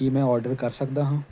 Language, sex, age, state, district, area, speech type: Punjabi, male, 30-45, Punjab, Faridkot, urban, read